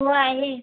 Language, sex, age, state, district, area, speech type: Marathi, female, 18-30, Maharashtra, Amravati, rural, conversation